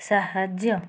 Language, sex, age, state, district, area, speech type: Odia, female, 30-45, Odisha, Nayagarh, rural, read